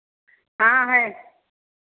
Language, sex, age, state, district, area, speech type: Hindi, female, 45-60, Uttar Pradesh, Ayodhya, rural, conversation